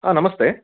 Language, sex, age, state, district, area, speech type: Sanskrit, male, 30-45, Karnataka, Mysore, urban, conversation